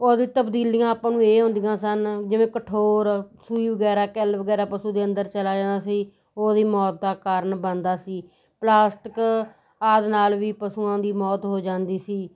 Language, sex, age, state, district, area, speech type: Punjabi, female, 45-60, Punjab, Moga, rural, spontaneous